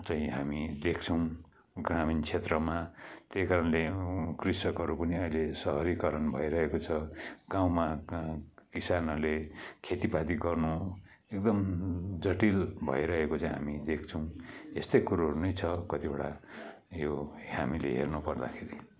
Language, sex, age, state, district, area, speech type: Nepali, male, 45-60, West Bengal, Kalimpong, rural, spontaneous